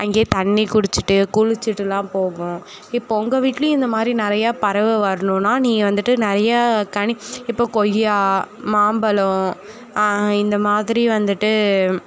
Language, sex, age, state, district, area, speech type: Tamil, female, 18-30, Tamil Nadu, Perambalur, urban, spontaneous